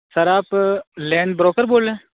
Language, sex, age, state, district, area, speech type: Urdu, male, 18-30, Uttar Pradesh, Saharanpur, urban, conversation